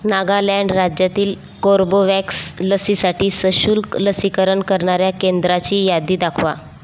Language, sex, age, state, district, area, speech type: Marathi, female, 18-30, Maharashtra, Buldhana, rural, read